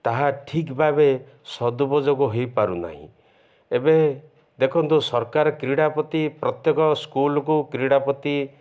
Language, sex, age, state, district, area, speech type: Odia, male, 60+, Odisha, Ganjam, urban, spontaneous